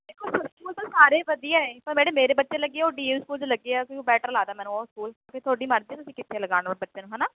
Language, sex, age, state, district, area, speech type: Punjabi, female, 18-30, Punjab, Shaheed Bhagat Singh Nagar, rural, conversation